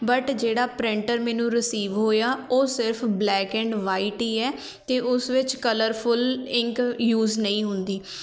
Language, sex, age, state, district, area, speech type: Punjabi, female, 18-30, Punjab, Fatehgarh Sahib, rural, spontaneous